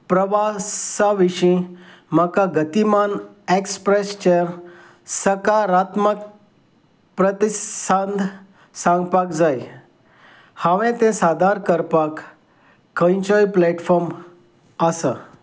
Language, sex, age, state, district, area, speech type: Goan Konkani, male, 45-60, Goa, Salcete, rural, read